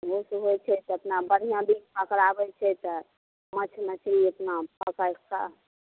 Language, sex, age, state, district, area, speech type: Maithili, female, 45-60, Bihar, Begusarai, rural, conversation